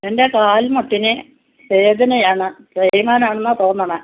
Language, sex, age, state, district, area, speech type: Malayalam, female, 60+, Kerala, Alappuzha, rural, conversation